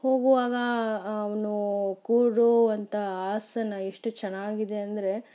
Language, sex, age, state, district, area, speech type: Kannada, female, 30-45, Karnataka, Chikkaballapur, rural, spontaneous